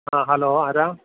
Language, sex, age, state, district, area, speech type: Malayalam, male, 30-45, Kerala, Thiruvananthapuram, rural, conversation